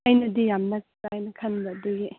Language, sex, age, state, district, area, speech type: Manipuri, female, 18-30, Manipur, Kangpokpi, urban, conversation